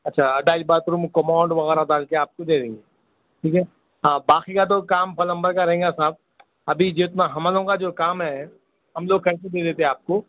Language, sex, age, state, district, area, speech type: Urdu, male, 30-45, Telangana, Hyderabad, urban, conversation